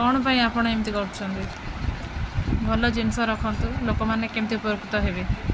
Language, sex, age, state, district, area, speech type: Odia, female, 30-45, Odisha, Jagatsinghpur, rural, spontaneous